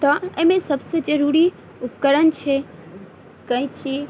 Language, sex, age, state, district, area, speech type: Maithili, female, 30-45, Bihar, Madhubani, rural, spontaneous